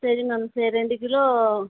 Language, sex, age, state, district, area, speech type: Tamil, female, 18-30, Tamil Nadu, Chennai, urban, conversation